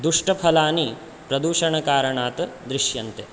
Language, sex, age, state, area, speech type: Sanskrit, male, 18-30, Chhattisgarh, rural, spontaneous